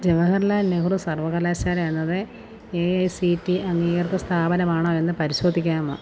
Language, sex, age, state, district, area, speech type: Malayalam, female, 30-45, Kerala, Alappuzha, rural, read